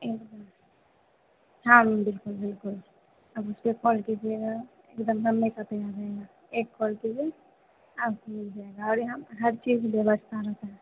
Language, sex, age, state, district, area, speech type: Hindi, female, 18-30, Bihar, Begusarai, rural, conversation